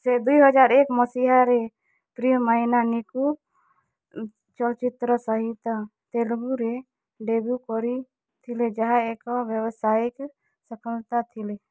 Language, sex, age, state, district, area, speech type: Odia, female, 45-60, Odisha, Kalahandi, rural, read